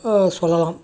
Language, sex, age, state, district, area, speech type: Tamil, male, 60+, Tamil Nadu, Dharmapuri, urban, spontaneous